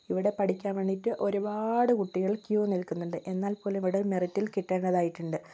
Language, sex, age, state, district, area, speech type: Malayalam, female, 18-30, Kerala, Kozhikode, urban, spontaneous